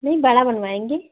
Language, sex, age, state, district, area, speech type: Hindi, female, 30-45, Uttar Pradesh, Hardoi, rural, conversation